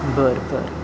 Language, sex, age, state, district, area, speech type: Marathi, male, 30-45, Maharashtra, Satara, urban, spontaneous